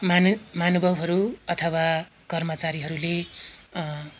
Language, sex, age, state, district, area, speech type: Nepali, male, 30-45, West Bengal, Darjeeling, rural, spontaneous